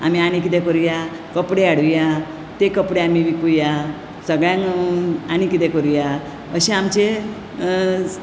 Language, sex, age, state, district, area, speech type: Goan Konkani, female, 60+, Goa, Bardez, urban, spontaneous